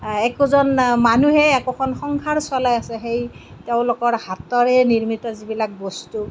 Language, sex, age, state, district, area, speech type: Assamese, female, 30-45, Assam, Kamrup Metropolitan, urban, spontaneous